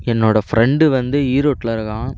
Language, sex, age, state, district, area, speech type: Tamil, male, 18-30, Tamil Nadu, Kallakurichi, urban, spontaneous